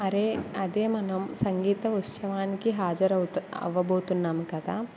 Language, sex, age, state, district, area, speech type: Telugu, female, 18-30, Andhra Pradesh, Kurnool, rural, spontaneous